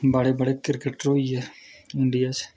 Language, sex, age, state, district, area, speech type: Dogri, male, 30-45, Jammu and Kashmir, Udhampur, rural, spontaneous